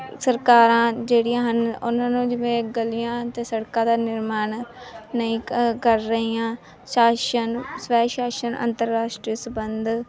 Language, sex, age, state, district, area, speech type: Punjabi, female, 18-30, Punjab, Mansa, urban, spontaneous